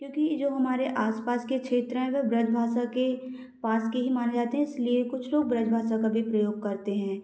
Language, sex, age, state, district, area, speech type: Hindi, female, 18-30, Madhya Pradesh, Gwalior, rural, spontaneous